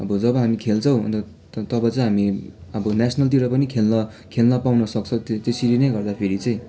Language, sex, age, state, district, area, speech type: Nepali, male, 18-30, West Bengal, Darjeeling, rural, spontaneous